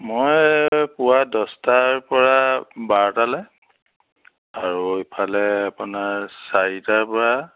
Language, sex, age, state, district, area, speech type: Assamese, male, 60+, Assam, Biswanath, rural, conversation